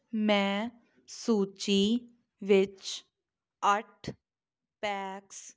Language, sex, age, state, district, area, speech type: Punjabi, female, 18-30, Punjab, Muktsar, urban, read